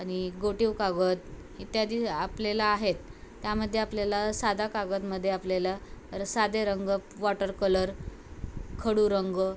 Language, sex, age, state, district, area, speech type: Marathi, female, 18-30, Maharashtra, Osmanabad, rural, spontaneous